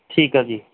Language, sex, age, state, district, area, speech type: Punjabi, male, 30-45, Punjab, Gurdaspur, urban, conversation